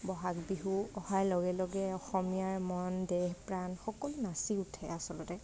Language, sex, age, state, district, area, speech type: Assamese, female, 30-45, Assam, Morigaon, rural, spontaneous